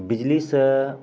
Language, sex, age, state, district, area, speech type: Maithili, male, 30-45, Bihar, Begusarai, urban, spontaneous